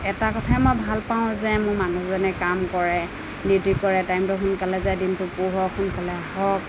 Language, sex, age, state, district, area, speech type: Assamese, female, 30-45, Assam, Nagaon, rural, spontaneous